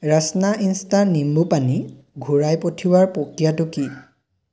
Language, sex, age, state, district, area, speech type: Assamese, male, 18-30, Assam, Dhemaji, rural, read